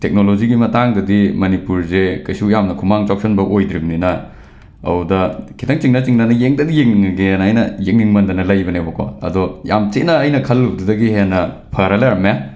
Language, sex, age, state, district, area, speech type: Manipuri, male, 18-30, Manipur, Imphal West, rural, spontaneous